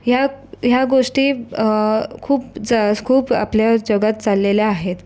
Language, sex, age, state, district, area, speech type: Marathi, female, 18-30, Maharashtra, Raigad, rural, spontaneous